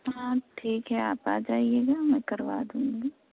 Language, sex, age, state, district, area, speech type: Urdu, female, 30-45, Uttar Pradesh, Lucknow, urban, conversation